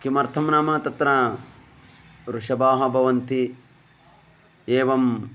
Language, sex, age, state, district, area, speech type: Sanskrit, male, 30-45, Telangana, Narayanpet, urban, spontaneous